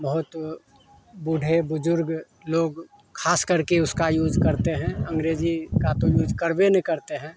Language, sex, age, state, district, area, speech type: Hindi, male, 30-45, Bihar, Madhepura, rural, spontaneous